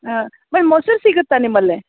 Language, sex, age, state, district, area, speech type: Kannada, female, 45-60, Karnataka, Dharwad, rural, conversation